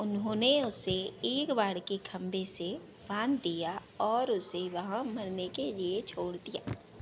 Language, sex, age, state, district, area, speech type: Hindi, female, 30-45, Madhya Pradesh, Harda, urban, read